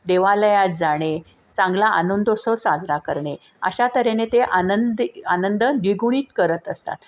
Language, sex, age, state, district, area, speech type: Marathi, female, 45-60, Maharashtra, Sangli, urban, spontaneous